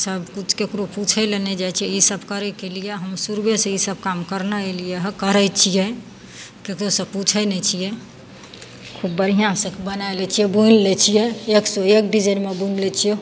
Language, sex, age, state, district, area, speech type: Maithili, female, 45-60, Bihar, Madhepura, rural, spontaneous